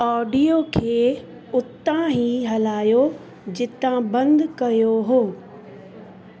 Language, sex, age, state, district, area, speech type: Sindhi, female, 45-60, Uttar Pradesh, Lucknow, urban, read